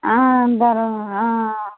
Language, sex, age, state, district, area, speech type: Telugu, female, 45-60, Andhra Pradesh, West Godavari, rural, conversation